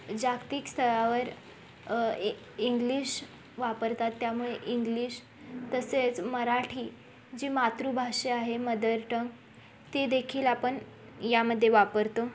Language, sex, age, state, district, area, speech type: Marathi, female, 18-30, Maharashtra, Kolhapur, urban, spontaneous